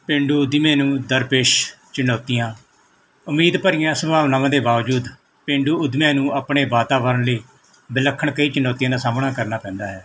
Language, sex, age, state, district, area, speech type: Punjabi, male, 45-60, Punjab, Mansa, rural, spontaneous